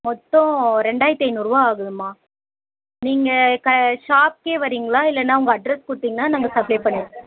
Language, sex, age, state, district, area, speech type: Tamil, female, 18-30, Tamil Nadu, Dharmapuri, urban, conversation